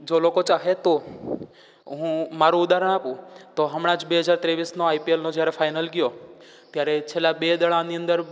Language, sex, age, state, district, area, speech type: Gujarati, male, 18-30, Gujarat, Rajkot, rural, spontaneous